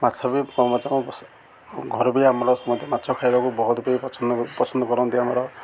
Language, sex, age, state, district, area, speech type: Odia, male, 45-60, Odisha, Ganjam, urban, spontaneous